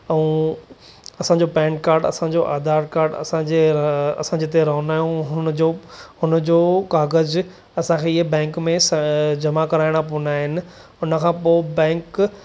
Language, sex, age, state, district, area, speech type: Sindhi, male, 30-45, Maharashtra, Thane, urban, spontaneous